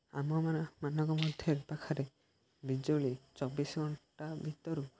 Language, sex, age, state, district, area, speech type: Odia, male, 18-30, Odisha, Jagatsinghpur, rural, spontaneous